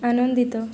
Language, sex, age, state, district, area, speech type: Odia, female, 18-30, Odisha, Subarnapur, urban, read